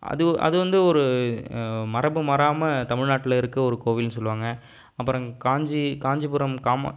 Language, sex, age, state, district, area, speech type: Tamil, male, 18-30, Tamil Nadu, Viluppuram, urban, spontaneous